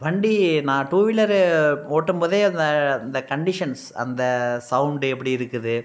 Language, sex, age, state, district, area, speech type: Tamil, male, 45-60, Tamil Nadu, Thanjavur, rural, spontaneous